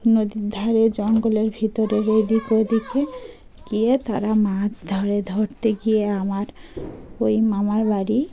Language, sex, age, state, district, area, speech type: Bengali, female, 30-45, West Bengal, Dakshin Dinajpur, urban, spontaneous